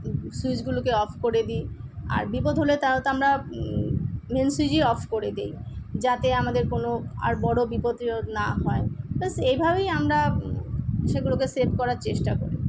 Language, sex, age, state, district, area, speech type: Bengali, female, 45-60, West Bengal, Kolkata, urban, spontaneous